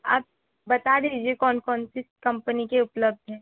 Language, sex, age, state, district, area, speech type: Hindi, female, 18-30, Madhya Pradesh, Balaghat, rural, conversation